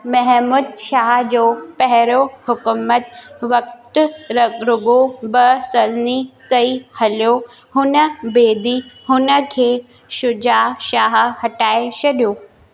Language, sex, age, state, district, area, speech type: Sindhi, female, 18-30, Madhya Pradesh, Katni, rural, read